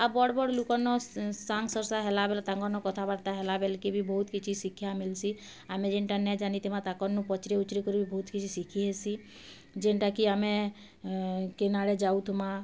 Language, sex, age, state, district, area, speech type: Odia, female, 30-45, Odisha, Bargarh, urban, spontaneous